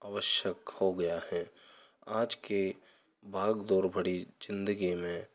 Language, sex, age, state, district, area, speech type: Hindi, male, 30-45, Madhya Pradesh, Ujjain, rural, spontaneous